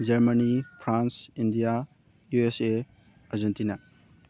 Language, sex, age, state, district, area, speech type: Manipuri, male, 18-30, Manipur, Thoubal, rural, spontaneous